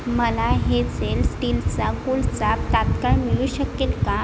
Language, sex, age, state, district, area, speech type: Marathi, female, 18-30, Maharashtra, Sindhudurg, rural, read